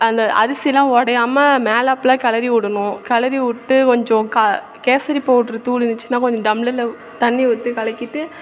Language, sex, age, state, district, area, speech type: Tamil, female, 18-30, Tamil Nadu, Thanjavur, urban, spontaneous